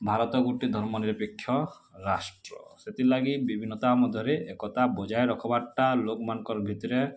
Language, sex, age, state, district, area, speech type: Odia, male, 18-30, Odisha, Bargarh, rural, spontaneous